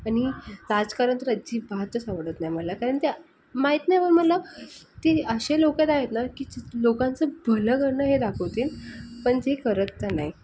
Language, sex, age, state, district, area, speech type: Marathi, female, 45-60, Maharashtra, Thane, urban, spontaneous